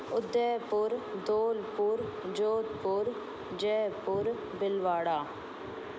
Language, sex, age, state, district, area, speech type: Sindhi, female, 30-45, Rajasthan, Ajmer, urban, spontaneous